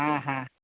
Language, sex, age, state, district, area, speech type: Bengali, male, 60+, West Bengal, Hooghly, rural, conversation